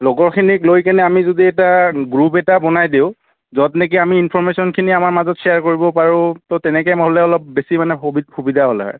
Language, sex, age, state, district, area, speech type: Assamese, male, 60+, Assam, Morigaon, rural, conversation